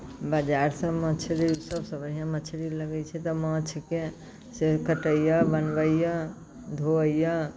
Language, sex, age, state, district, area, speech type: Maithili, female, 45-60, Bihar, Muzaffarpur, rural, spontaneous